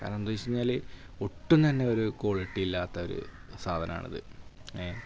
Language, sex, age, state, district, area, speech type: Malayalam, male, 18-30, Kerala, Malappuram, rural, spontaneous